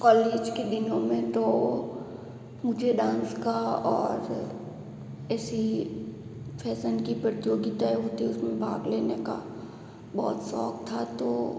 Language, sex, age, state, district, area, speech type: Hindi, female, 30-45, Rajasthan, Jodhpur, urban, spontaneous